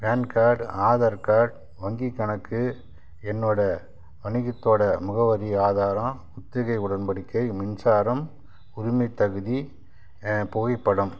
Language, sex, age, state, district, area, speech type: Tamil, male, 60+, Tamil Nadu, Kallakurichi, rural, spontaneous